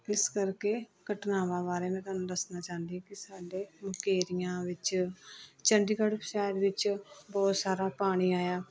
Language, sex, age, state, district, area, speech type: Punjabi, female, 30-45, Punjab, Pathankot, rural, spontaneous